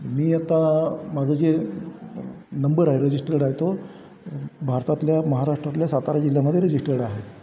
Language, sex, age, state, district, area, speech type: Marathi, male, 60+, Maharashtra, Satara, urban, spontaneous